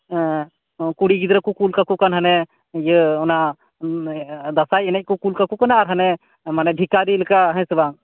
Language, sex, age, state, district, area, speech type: Santali, male, 30-45, West Bengal, Purba Bardhaman, rural, conversation